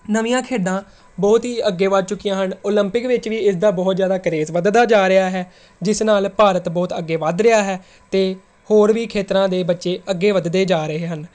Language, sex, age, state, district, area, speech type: Punjabi, female, 18-30, Punjab, Tarn Taran, urban, spontaneous